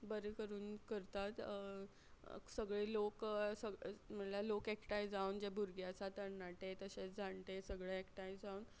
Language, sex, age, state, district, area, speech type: Goan Konkani, female, 30-45, Goa, Quepem, rural, spontaneous